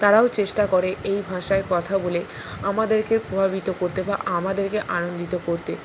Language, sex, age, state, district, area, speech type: Bengali, female, 60+, West Bengal, Purba Bardhaman, urban, spontaneous